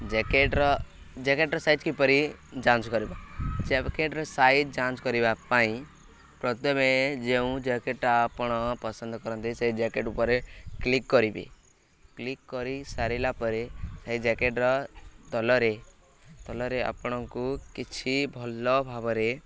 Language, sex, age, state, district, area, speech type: Odia, male, 18-30, Odisha, Nuapada, rural, spontaneous